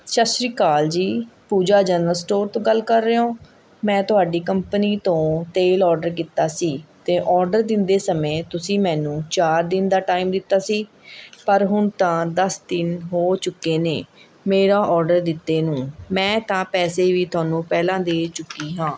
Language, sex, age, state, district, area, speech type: Punjabi, female, 30-45, Punjab, Mohali, urban, spontaneous